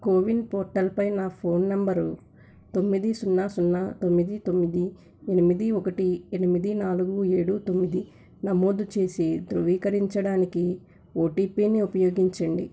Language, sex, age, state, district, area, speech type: Telugu, female, 45-60, Andhra Pradesh, Guntur, urban, read